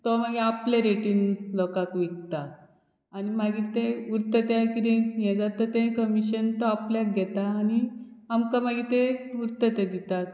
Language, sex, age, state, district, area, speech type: Goan Konkani, female, 45-60, Goa, Murmgao, rural, spontaneous